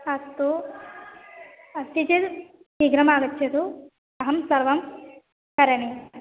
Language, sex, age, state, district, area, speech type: Sanskrit, female, 18-30, Kerala, Malappuram, urban, conversation